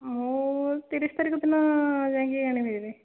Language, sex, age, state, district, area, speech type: Odia, female, 18-30, Odisha, Dhenkanal, rural, conversation